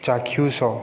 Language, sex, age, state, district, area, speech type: Odia, male, 18-30, Odisha, Subarnapur, urban, read